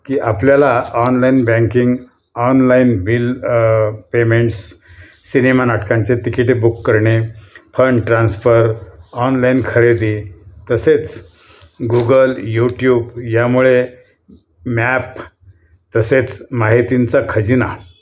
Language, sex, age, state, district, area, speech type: Marathi, male, 60+, Maharashtra, Nashik, urban, spontaneous